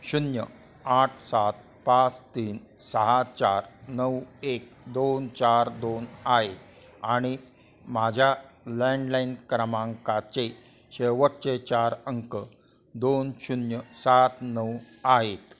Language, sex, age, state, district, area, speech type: Marathi, male, 60+, Maharashtra, Kolhapur, urban, read